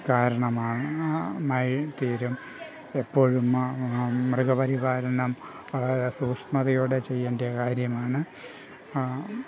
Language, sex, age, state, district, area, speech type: Malayalam, male, 60+, Kerala, Pathanamthitta, rural, spontaneous